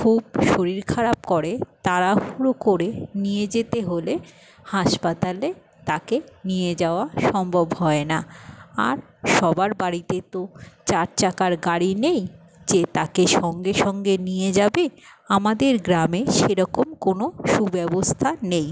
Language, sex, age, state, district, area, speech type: Bengali, female, 60+, West Bengal, Jhargram, rural, spontaneous